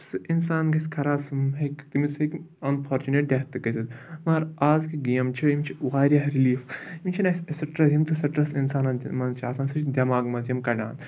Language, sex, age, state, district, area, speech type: Kashmiri, male, 18-30, Jammu and Kashmir, Ganderbal, rural, spontaneous